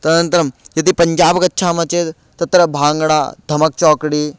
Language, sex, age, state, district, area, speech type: Sanskrit, male, 18-30, Delhi, Central Delhi, urban, spontaneous